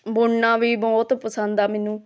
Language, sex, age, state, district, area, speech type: Punjabi, female, 30-45, Punjab, Hoshiarpur, rural, spontaneous